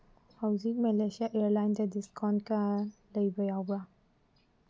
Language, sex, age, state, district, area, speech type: Manipuri, female, 18-30, Manipur, Senapati, rural, read